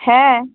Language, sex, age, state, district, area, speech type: Bengali, female, 45-60, West Bengal, Uttar Dinajpur, urban, conversation